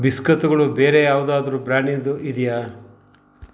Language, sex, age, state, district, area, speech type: Kannada, male, 60+, Karnataka, Shimoga, rural, read